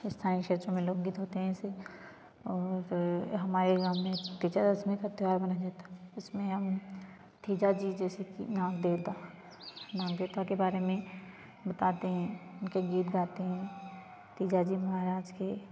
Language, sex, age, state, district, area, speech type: Hindi, female, 18-30, Madhya Pradesh, Ujjain, rural, spontaneous